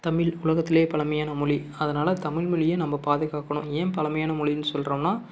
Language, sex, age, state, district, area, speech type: Tamil, male, 30-45, Tamil Nadu, Salem, rural, spontaneous